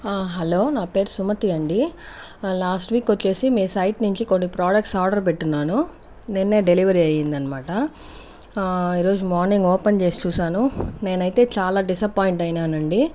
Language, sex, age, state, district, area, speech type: Telugu, female, 18-30, Andhra Pradesh, Chittoor, rural, spontaneous